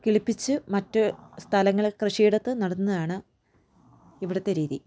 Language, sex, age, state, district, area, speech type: Malayalam, female, 30-45, Kerala, Idukki, rural, spontaneous